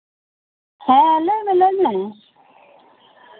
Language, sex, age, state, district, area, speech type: Santali, female, 45-60, West Bengal, Birbhum, rural, conversation